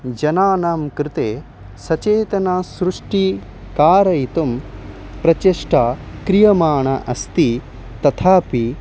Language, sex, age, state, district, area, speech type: Sanskrit, male, 18-30, Odisha, Khordha, urban, spontaneous